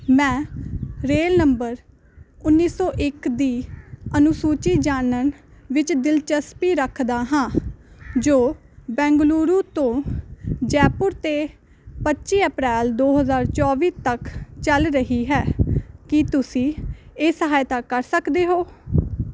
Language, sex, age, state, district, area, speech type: Punjabi, female, 18-30, Punjab, Hoshiarpur, urban, read